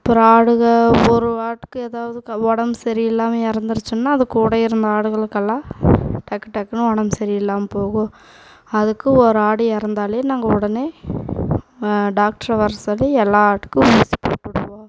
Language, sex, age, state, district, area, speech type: Tamil, female, 18-30, Tamil Nadu, Coimbatore, rural, spontaneous